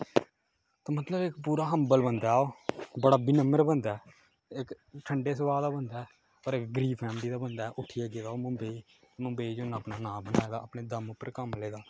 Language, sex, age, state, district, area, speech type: Dogri, male, 18-30, Jammu and Kashmir, Kathua, rural, spontaneous